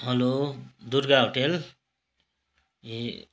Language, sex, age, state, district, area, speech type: Nepali, male, 45-60, West Bengal, Kalimpong, rural, spontaneous